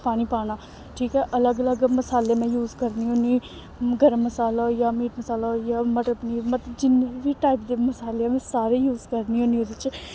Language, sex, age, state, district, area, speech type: Dogri, female, 18-30, Jammu and Kashmir, Samba, rural, spontaneous